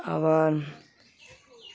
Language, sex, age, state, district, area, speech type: Bengali, male, 18-30, West Bengal, Hooghly, urban, spontaneous